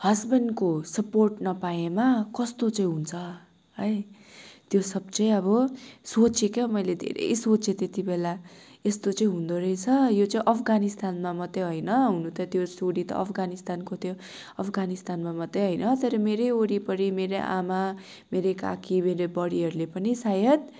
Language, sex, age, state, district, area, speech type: Nepali, female, 18-30, West Bengal, Darjeeling, rural, spontaneous